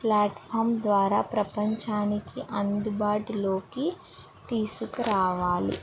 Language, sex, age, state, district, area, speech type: Telugu, female, 18-30, Telangana, Mahabubabad, rural, spontaneous